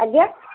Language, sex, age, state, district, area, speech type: Odia, female, 60+, Odisha, Gajapati, rural, conversation